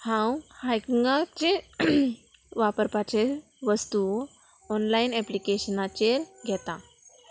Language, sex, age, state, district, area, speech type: Goan Konkani, female, 18-30, Goa, Salcete, rural, spontaneous